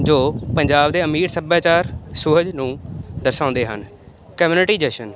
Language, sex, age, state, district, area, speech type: Punjabi, male, 18-30, Punjab, Ludhiana, urban, spontaneous